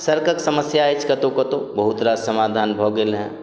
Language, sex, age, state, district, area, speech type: Maithili, male, 60+, Bihar, Madhubani, rural, spontaneous